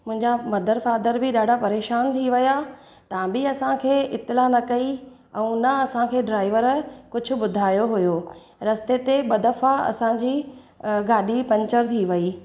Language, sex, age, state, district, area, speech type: Sindhi, female, 30-45, Gujarat, Surat, urban, spontaneous